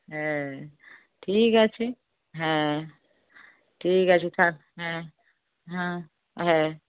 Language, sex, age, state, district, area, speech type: Bengali, female, 30-45, West Bengal, Darjeeling, rural, conversation